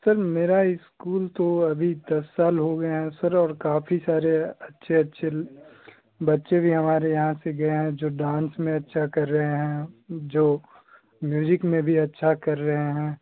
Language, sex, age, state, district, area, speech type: Hindi, male, 18-30, Bihar, Darbhanga, urban, conversation